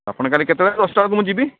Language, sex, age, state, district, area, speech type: Odia, male, 45-60, Odisha, Sundergarh, urban, conversation